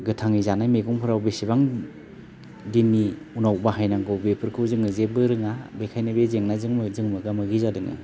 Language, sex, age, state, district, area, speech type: Bodo, male, 30-45, Assam, Baksa, rural, spontaneous